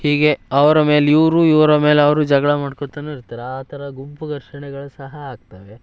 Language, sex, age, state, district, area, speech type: Kannada, male, 18-30, Karnataka, Shimoga, rural, spontaneous